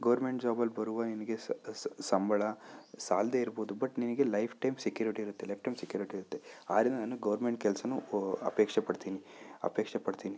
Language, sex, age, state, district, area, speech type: Kannada, male, 18-30, Karnataka, Chikkaballapur, urban, spontaneous